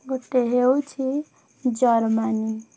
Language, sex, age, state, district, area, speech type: Odia, female, 18-30, Odisha, Bhadrak, rural, spontaneous